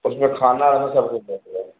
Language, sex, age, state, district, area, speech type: Hindi, male, 45-60, Uttar Pradesh, Sitapur, rural, conversation